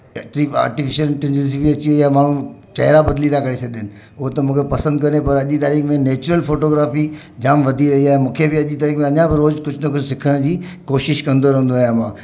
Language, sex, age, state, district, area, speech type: Sindhi, male, 45-60, Maharashtra, Mumbai Suburban, urban, spontaneous